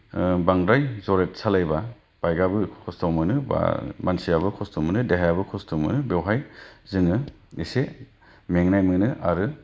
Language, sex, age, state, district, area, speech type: Bodo, male, 30-45, Assam, Kokrajhar, rural, spontaneous